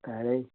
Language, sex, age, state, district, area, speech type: Dogri, male, 30-45, Jammu and Kashmir, Reasi, urban, conversation